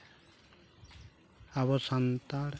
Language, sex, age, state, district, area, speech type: Santali, male, 30-45, West Bengal, Purulia, rural, spontaneous